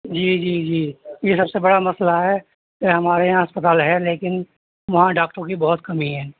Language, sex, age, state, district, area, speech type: Urdu, male, 45-60, Uttar Pradesh, Rampur, urban, conversation